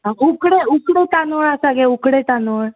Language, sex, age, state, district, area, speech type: Goan Konkani, female, 18-30, Goa, Murmgao, rural, conversation